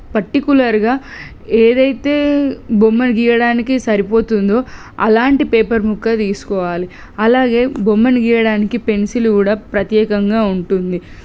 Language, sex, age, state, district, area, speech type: Telugu, female, 18-30, Telangana, Suryapet, urban, spontaneous